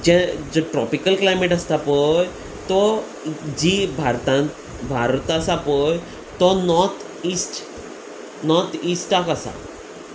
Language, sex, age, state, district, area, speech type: Goan Konkani, male, 30-45, Goa, Salcete, urban, spontaneous